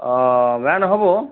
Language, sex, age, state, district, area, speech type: Assamese, male, 30-45, Assam, Morigaon, rural, conversation